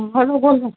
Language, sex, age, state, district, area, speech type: Marathi, female, 30-45, Maharashtra, Nagpur, urban, conversation